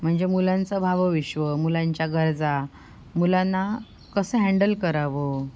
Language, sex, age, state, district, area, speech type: Marathi, female, 30-45, Maharashtra, Sindhudurg, rural, spontaneous